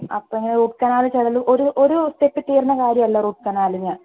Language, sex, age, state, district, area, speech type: Malayalam, female, 18-30, Kerala, Wayanad, rural, conversation